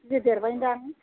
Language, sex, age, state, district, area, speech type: Bodo, female, 60+, Assam, Chirang, urban, conversation